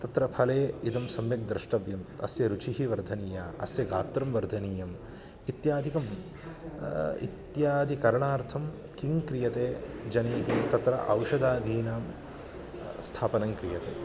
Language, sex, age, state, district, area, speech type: Sanskrit, male, 30-45, Karnataka, Bangalore Urban, urban, spontaneous